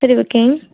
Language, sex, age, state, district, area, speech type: Tamil, female, 18-30, Tamil Nadu, Erode, rural, conversation